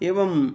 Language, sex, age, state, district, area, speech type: Sanskrit, male, 30-45, Telangana, Narayanpet, urban, spontaneous